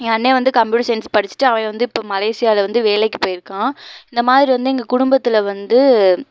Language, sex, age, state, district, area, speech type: Tamil, female, 18-30, Tamil Nadu, Madurai, urban, spontaneous